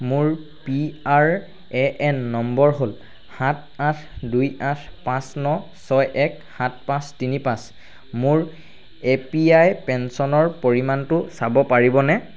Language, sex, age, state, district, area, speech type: Assamese, male, 45-60, Assam, Charaideo, rural, read